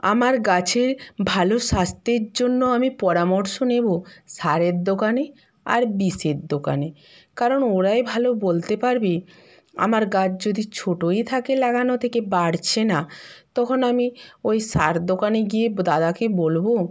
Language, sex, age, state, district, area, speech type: Bengali, female, 60+, West Bengal, Purba Medinipur, rural, spontaneous